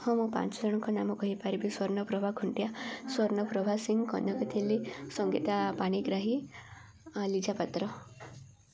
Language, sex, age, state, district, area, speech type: Odia, female, 18-30, Odisha, Koraput, urban, spontaneous